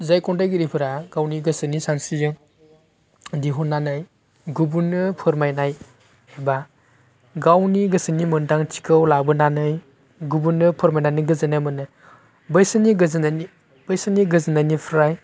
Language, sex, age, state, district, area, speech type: Bodo, male, 18-30, Assam, Baksa, rural, spontaneous